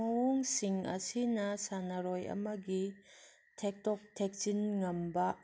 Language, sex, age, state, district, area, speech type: Manipuri, female, 45-60, Manipur, Kangpokpi, urban, read